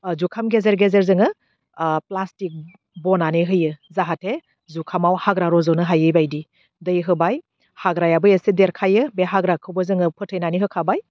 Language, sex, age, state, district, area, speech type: Bodo, female, 30-45, Assam, Udalguri, urban, spontaneous